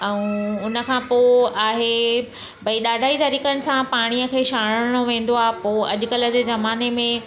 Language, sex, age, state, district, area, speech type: Sindhi, female, 45-60, Gujarat, Surat, urban, spontaneous